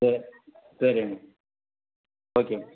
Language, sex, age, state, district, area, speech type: Tamil, male, 60+, Tamil Nadu, Madurai, rural, conversation